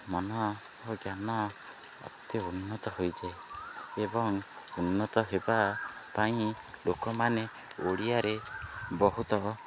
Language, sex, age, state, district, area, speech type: Odia, male, 18-30, Odisha, Jagatsinghpur, rural, spontaneous